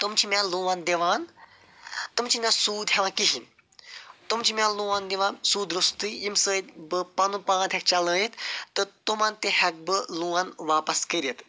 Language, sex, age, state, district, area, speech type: Kashmiri, male, 45-60, Jammu and Kashmir, Ganderbal, urban, spontaneous